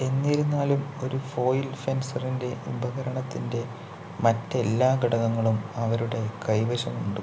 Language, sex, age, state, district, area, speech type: Malayalam, male, 45-60, Kerala, Palakkad, urban, read